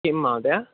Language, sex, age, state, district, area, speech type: Sanskrit, male, 18-30, Kerala, Kottayam, urban, conversation